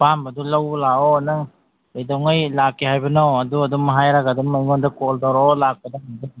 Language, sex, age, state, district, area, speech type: Manipuri, male, 45-60, Manipur, Imphal East, rural, conversation